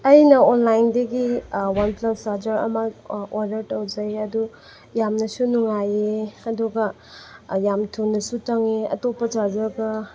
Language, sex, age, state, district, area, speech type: Manipuri, female, 18-30, Manipur, Chandel, rural, spontaneous